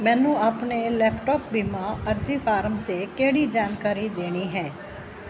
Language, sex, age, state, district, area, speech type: Punjabi, female, 45-60, Punjab, Fazilka, rural, read